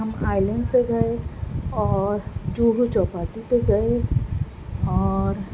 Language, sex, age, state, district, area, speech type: Urdu, female, 18-30, Delhi, Central Delhi, urban, spontaneous